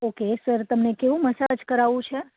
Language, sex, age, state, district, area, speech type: Gujarati, female, 30-45, Gujarat, Surat, urban, conversation